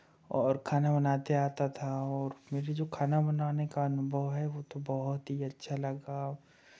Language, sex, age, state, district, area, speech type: Hindi, male, 18-30, Madhya Pradesh, Betul, rural, spontaneous